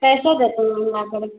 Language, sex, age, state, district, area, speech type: Hindi, female, 30-45, Bihar, Begusarai, rural, conversation